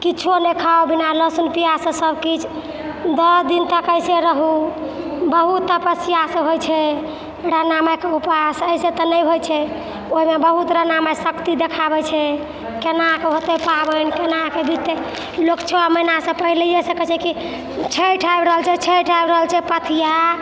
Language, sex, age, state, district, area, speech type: Maithili, female, 60+, Bihar, Purnia, urban, spontaneous